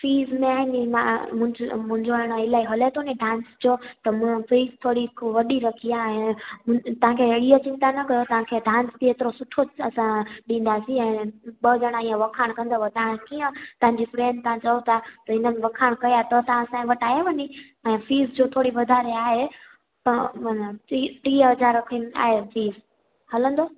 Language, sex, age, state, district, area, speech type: Sindhi, female, 18-30, Gujarat, Junagadh, rural, conversation